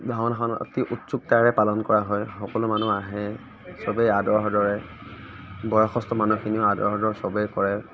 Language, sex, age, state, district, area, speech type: Assamese, male, 30-45, Assam, Dibrugarh, rural, spontaneous